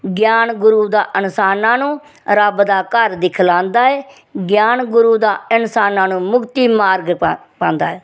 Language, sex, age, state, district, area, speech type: Dogri, female, 60+, Jammu and Kashmir, Reasi, rural, spontaneous